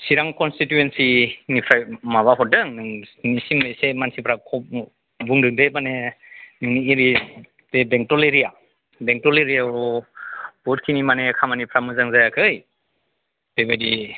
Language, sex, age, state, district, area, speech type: Bodo, male, 45-60, Assam, Chirang, rural, conversation